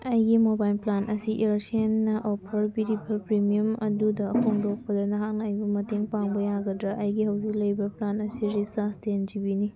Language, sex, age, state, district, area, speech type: Manipuri, female, 18-30, Manipur, Senapati, rural, read